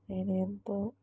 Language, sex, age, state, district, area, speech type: Telugu, female, 18-30, Telangana, Mahabubabad, rural, spontaneous